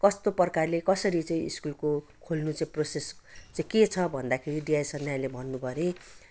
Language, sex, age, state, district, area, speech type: Nepali, female, 60+, West Bengal, Kalimpong, rural, spontaneous